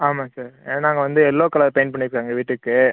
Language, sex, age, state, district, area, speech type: Tamil, male, 18-30, Tamil Nadu, Viluppuram, urban, conversation